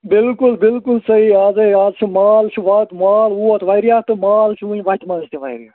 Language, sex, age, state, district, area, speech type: Kashmiri, male, 45-60, Jammu and Kashmir, Ganderbal, urban, conversation